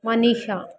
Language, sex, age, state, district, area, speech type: Kannada, female, 45-60, Karnataka, Kolar, rural, spontaneous